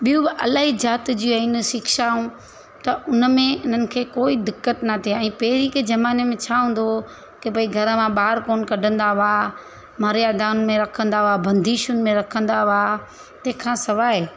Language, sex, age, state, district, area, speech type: Sindhi, female, 30-45, Gujarat, Surat, urban, spontaneous